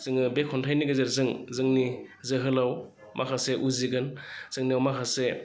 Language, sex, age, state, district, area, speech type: Bodo, male, 30-45, Assam, Udalguri, urban, spontaneous